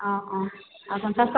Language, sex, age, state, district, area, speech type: Assamese, female, 30-45, Assam, Sivasagar, rural, conversation